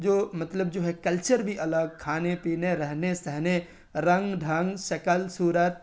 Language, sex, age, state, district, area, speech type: Urdu, male, 30-45, Bihar, Darbhanga, rural, spontaneous